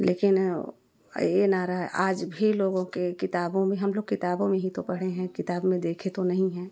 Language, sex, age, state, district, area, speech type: Hindi, female, 30-45, Uttar Pradesh, Prayagraj, rural, spontaneous